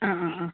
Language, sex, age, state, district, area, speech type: Malayalam, female, 18-30, Kerala, Wayanad, rural, conversation